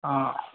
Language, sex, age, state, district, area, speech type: Assamese, male, 18-30, Assam, Charaideo, rural, conversation